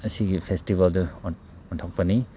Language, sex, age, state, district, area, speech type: Manipuri, male, 30-45, Manipur, Ukhrul, rural, spontaneous